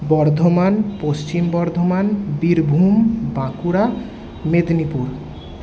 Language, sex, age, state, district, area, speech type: Bengali, male, 18-30, West Bengal, Paschim Bardhaman, urban, spontaneous